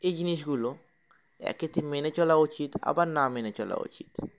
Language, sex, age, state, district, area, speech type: Bengali, male, 18-30, West Bengal, Uttar Dinajpur, urban, spontaneous